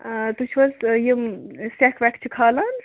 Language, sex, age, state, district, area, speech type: Kashmiri, female, 30-45, Jammu and Kashmir, Ganderbal, rural, conversation